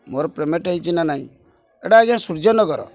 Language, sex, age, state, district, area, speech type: Odia, male, 45-60, Odisha, Kendrapara, urban, spontaneous